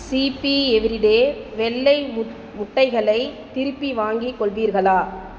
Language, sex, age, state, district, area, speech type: Tamil, female, 30-45, Tamil Nadu, Tiruvannamalai, urban, read